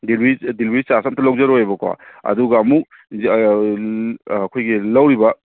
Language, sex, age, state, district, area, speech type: Manipuri, male, 30-45, Manipur, Kangpokpi, urban, conversation